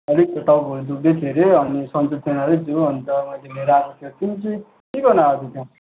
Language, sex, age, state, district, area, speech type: Nepali, male, 18-30, West Bengal, Alipurduar, urban, conversation